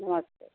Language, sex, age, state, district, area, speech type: Hindi, female, 60+, Uttar Pradesh, Jaunpur, rural, conversation